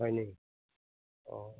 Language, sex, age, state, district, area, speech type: Assamese, male, 30-45, Assam, Majuli, urban, conversation